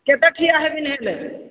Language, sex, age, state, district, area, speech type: Odia, female, 45-60, Odisha, Sambalpur, rural, conversation